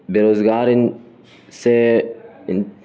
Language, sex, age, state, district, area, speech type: Urdu, male, 18-30, Bihar, Gaya, urban, spontaneous